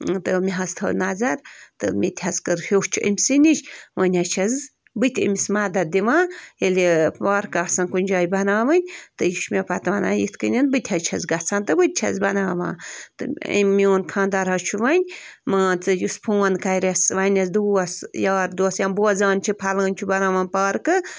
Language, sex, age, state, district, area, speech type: Kashmiri, female, 18-30, Jammu and Kashmir, Bandipora, rural, spontaneous